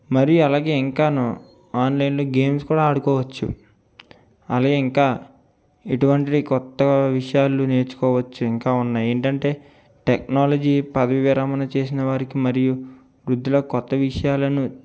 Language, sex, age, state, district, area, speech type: Telugu, male, 18-30, Andhra Pradesh, East Godavari, urban, spontaneous